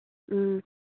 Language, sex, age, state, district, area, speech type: Manipuri, female, 18-30, Manipur, Churachandpur, rural, conversation